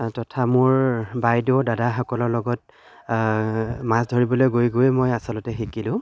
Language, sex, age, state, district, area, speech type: Assamese, male, 45-60, Assam, Dhemaji, rural, spontaneous